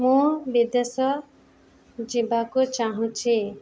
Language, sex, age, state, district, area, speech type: Odia, female, 18-30, Odisha, Sundergarh, urban, spontaneous